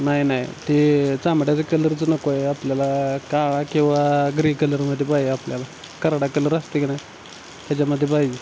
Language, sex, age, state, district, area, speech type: Marathi, male, 18-30, Maharashtra, Satara, rural, spontaneous